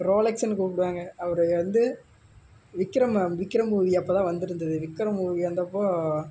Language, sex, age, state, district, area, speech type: Tamil, male, 18-30, Tamil Nadu, Namakkal, rural, spontaneous